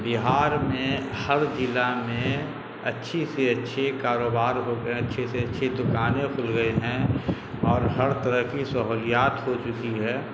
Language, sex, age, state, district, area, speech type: Urdu, male, 45-60, Bihar, Darbhanga, urban, spontaneous